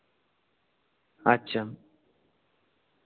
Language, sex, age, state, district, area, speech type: Santali, male, 18-30, West Bengal, Bankura, rural, conversation